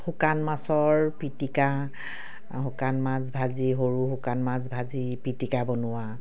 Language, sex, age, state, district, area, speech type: Assamese, female, 45-60, Assam, Dibrugarh, rural, spontaneous